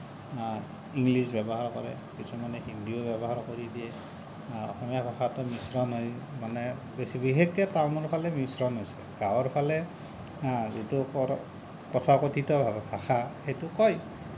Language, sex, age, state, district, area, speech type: Assamese, male, 45-60, Assam, Kamrup Metropolitan, rural, spontaneous